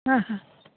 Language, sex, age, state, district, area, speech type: Bengali, female, 18-30, West Bengal, Cooch Behar, urban, conversation